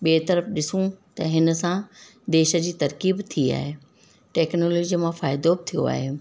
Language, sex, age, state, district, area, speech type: Sindhi, female, 45-60, Rajasthan, Ajmer, urban, spontaneous